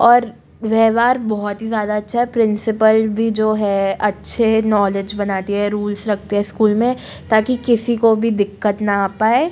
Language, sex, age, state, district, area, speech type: Hindi, female, 18-30, Madhya Pradesh, Jabalpur, urban, spontaneous